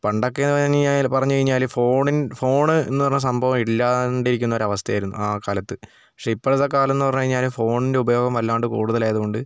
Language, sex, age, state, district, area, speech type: Malayalam, male, 30-45, Kerala, Wayanad, rural, spontaneous